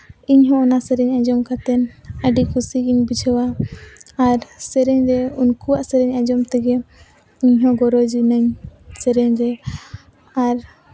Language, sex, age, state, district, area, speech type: Santali, female, 18-30, Jharkhand, Seraikela Kharsawan, rural, spontaneous